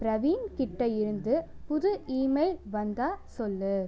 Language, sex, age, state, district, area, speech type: Tamil, female, 18-30, Tamil Nadu, Pudukkottai, rural, read